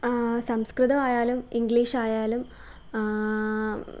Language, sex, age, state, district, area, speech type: Malayalam, female, 18-30, Kerala, Alappuzha, rural, spontaneous